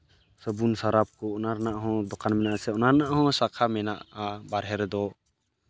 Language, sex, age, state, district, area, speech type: Santali, male, 18-30, West Bengal, Malda, rural, spontaneous